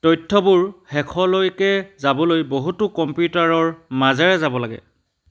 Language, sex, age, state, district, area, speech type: Assamese, male, 30-45, Assam, Charaideo, rural, read